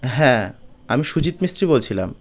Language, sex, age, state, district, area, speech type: Bengali, male, 30-45, West Bengal, Birbhum, urban, spontaneous